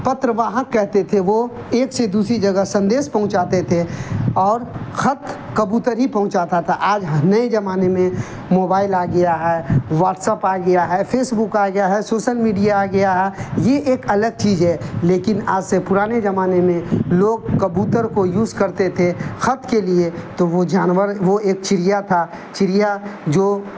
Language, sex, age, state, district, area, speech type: Urdu, male, 45-60, Bihar, Darbhanga, rural, spontaneous